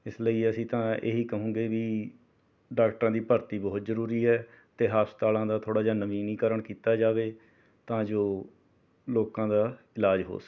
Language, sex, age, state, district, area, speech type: Punjabi, male, 45-60, Punjab, Rupnagar, urban, spontaneous